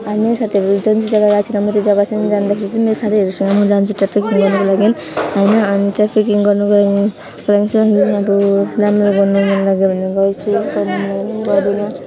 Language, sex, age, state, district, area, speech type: Nepali, female, 18-30, West Bengal, Alipurduar, rural, spontaneous